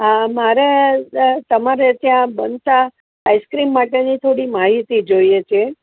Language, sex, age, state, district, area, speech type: Gujarati, female, 60+, Gujarat, Kheda, rural, conversation